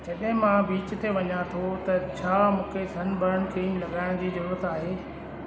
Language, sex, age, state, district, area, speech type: Sindhi, male, 45-60, Rajasthan, Ajmer, urban, read